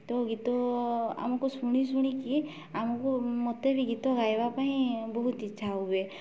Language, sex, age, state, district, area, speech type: Odia, female, 18-30, Odisha, Mayurbhanj, rural, spontaneous